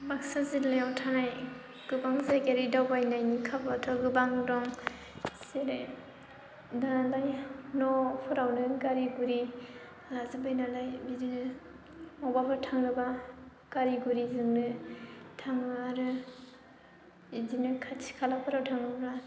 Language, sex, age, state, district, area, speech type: Bodo, female, 18-30, Assam, Baksa, rural, spontaneous